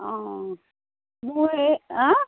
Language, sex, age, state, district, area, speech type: Assamese, female, 60+, Assam, Sivasagar, rural, conversation